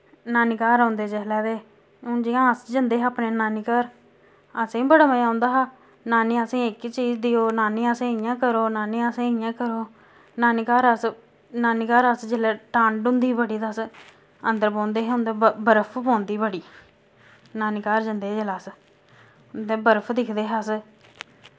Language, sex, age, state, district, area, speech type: Dogri, female, 30-45, Jammu and Kashmir, Samba, rural, spontaneous